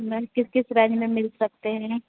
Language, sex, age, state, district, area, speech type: Urdu, female, 30-45, Uttar Pradesh, Rampur, urban, conversation